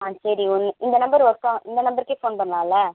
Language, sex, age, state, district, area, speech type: Tamil, female, 18-30, Tamil Nadu, Mayiladuthurai, rural, conversation